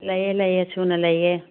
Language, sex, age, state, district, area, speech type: Manipuri, female, 45-60, Manipur, Churachandpur, urban, conversation